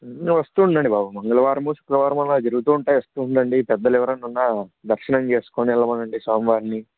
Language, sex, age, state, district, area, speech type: Telugu, male, 18-30, Andhra Pradesh, Sri Satya Sai, urban, conversation